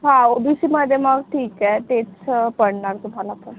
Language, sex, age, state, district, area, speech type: Marathi, female, 30-45, Maharashtra, Amravati, rural, conversation